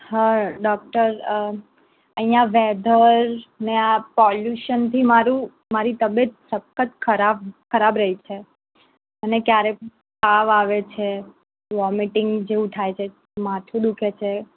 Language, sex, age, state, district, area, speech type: Gujarati, female, 18-30, Gujarat, Surat, rural, conversation